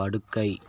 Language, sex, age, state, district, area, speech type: Tamil, male, 18-30, Tamil Nadu, Kallakurichi, urban, read